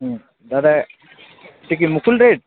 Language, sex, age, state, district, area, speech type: Bengali, male, 18-30, West Bengal, Jalpaiguri, rural, conversation